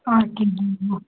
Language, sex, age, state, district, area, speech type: Bengali, female, 30-45, West Bengal, Darjeeling, urban, conversation